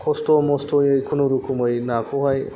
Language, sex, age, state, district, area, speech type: Bodo, male, 30-45, Assam, Kokrajhar, rural, spontaneous